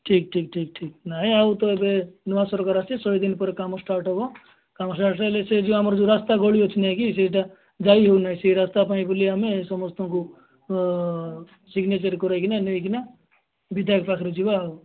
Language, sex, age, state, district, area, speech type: Odia, male, 30-45, Odisha, Nabarangpur, urban, conversation